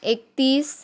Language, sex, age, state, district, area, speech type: Marathi, female, 30-45, Maharashtra, Wardha, rural, spontaneous